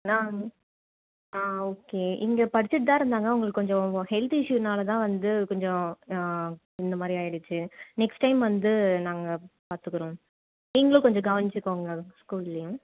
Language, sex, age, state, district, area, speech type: Tamil, female, 18-30, Tamil Nadu, Cuddalore, urban, conversation